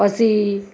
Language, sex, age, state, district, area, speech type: Gujarati, female, 30-45, Gujarat, Rajkot, rural, spontaneous